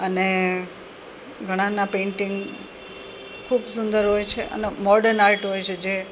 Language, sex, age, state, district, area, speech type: Gujarati, female, 45-60, Gujarat, Rajkot, urban, spontaneous